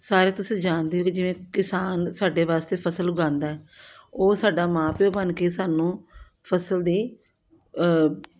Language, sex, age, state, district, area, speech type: Punjabi, female, 60+, Punjab, Amritsar, urban, spontaneous